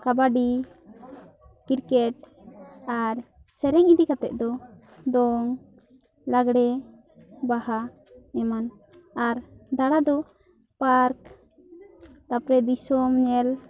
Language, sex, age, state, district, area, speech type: Santali, female, 18-30, West Bengal, Bankura, rural, spontaneous